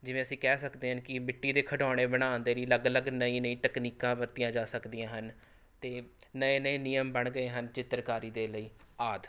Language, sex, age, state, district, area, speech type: Punjabi, male, 18-30, Punjab, Rupnagar, rural, spontaneous